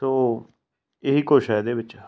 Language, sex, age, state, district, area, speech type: Punjabi, male, 45-60, Punjab, Fatehgarh Sahib, rural, spontaneous